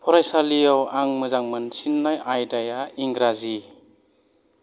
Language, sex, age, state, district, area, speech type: Bodo, male, 45-60, Assam, Kokrajhar, urban, spontaneous